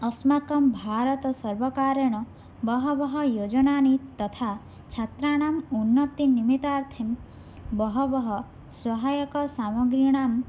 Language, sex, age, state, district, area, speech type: Sanskrit, female, 18-30, Odisha, Bhadrak, rural, spontaneous